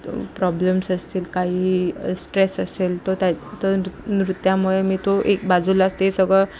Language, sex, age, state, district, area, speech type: Marathi, female, 18-30, Maharashtra, Ratnagiri, urban, spontaneous